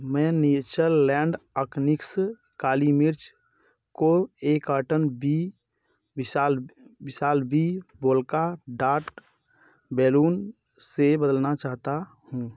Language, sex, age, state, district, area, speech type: Hindi, male, 18-30, Uttar Pradesh, Bhadohi, rural, read